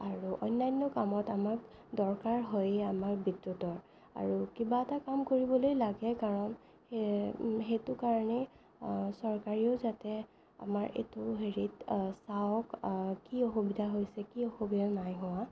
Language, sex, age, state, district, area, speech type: Assamese, female, 18-30, Assam, Sonitpur, rural, spontaneous